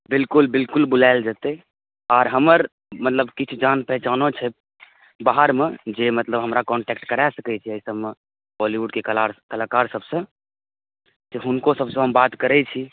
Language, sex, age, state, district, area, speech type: Maithili, male, 18-30, Bihar, Saharsa, rural, conversation